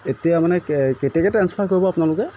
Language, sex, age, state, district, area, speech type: Assamese, male, 30-45, Assam, Jorhat, urban, spontaneous